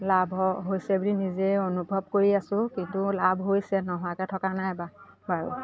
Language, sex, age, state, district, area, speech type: Assamese, female, 45-60, Assam, Majuli, urban, spontaneous